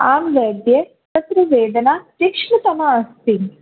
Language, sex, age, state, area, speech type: Sanskrit, female, 18-30, Rajasthan, urban, conversation